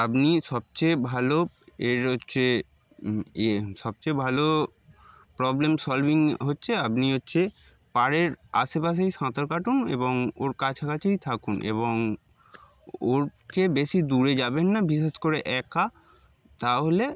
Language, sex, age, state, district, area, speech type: Bengali, male, 30-45, West Bengal, Darjeeling, urban, spontaneous